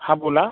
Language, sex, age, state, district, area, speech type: Marathi, other, 18-30, Maharashtra, Buldhana, rural, conversation